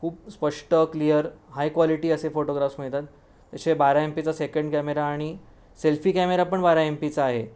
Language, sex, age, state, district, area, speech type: Marathi, male, 30-45, Maharashtra, Sindhudurg, rural, spontaneous